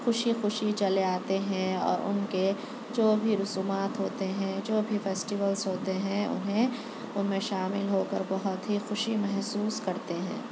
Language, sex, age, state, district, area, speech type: Urdu, female, 18-30, Telangana, Hyderabad, urban, spontaneous